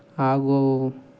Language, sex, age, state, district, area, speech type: Kannada, male, 18-30, Karnataka, Tumkur, rural, spontaneous